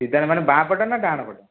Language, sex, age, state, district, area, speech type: Odia, male, 18-30, Odisha, Cuttack, urban, conversation